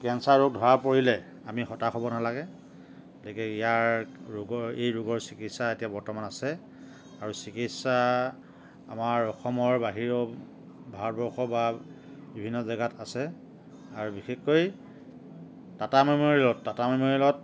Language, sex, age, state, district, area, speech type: Assamese, male, 45-60, Assam, Lakhimpur, rural, spontaneous